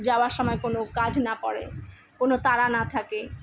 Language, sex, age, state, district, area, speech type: Bengali, female, 45-60, West Bengal, Kolkata, urban, spontaneous